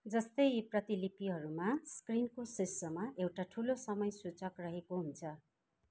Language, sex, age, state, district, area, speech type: Nepali, female, 45-60, West Bengal, Kalimpong, rural, read